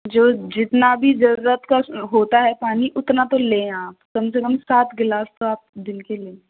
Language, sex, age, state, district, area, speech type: Hindi, female, 18-30, Rajasthan, Jaipur, urban, conversation